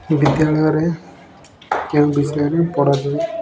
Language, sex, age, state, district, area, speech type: Odia, male, 18-30, Odisha, Nabarangpur, urban, spontaneous